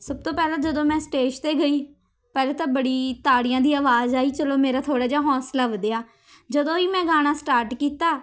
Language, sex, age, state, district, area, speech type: Punjabi, female, 18-30, Punjab, Patiala, urban, spontaneous